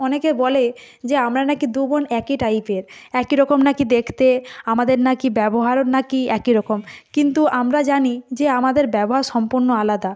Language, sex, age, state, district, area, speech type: Bengali, female, 45-60, West Bengal, Purba Medinipur, rural, spontaneous